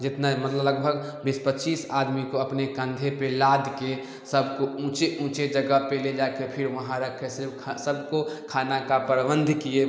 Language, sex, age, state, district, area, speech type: Hindi, male, 18-30, Bihar, Samastipur, rural, spontaneous